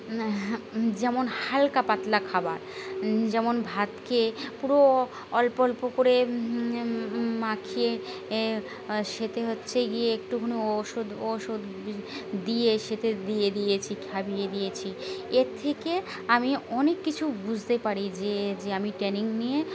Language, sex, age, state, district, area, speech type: Bengali, female, 45-60, West Bengal, Birbhum, urban, spontaneous